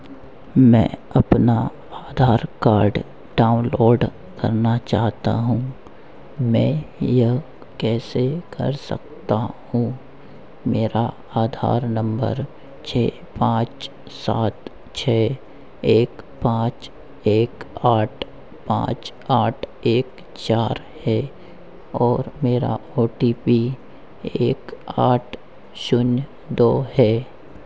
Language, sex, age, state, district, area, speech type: Hindi, male, 60+, Madhya Pradesh, Harda, urban, read